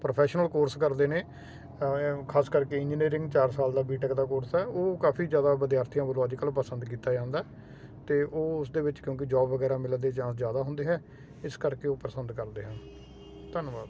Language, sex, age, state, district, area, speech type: Punjabi, male, 45-60, Punjab, Sangrur, urban, spontaneous